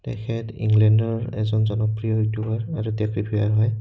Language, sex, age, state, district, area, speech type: Assamese, male, 18-30, Assam, Udalguri, rural, spontaneous